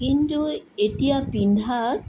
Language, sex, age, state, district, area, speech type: Assamese, female, 45-60, Assam, Sonitpur, urban, spontaneous